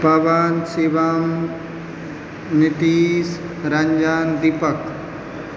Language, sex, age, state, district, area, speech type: Maithili, male, 18-30, Bihar, Supaul, rural, spontaneous